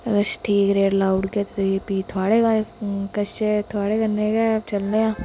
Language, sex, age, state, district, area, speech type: Dogri, female, 45-60, Jammu and Kashmir, Udhampur, rural, spontaneous